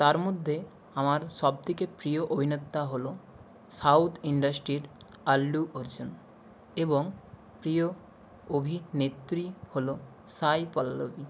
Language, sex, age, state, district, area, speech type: Bengali, male, 18-30, West Bengal, Nadia, rural, spontaneous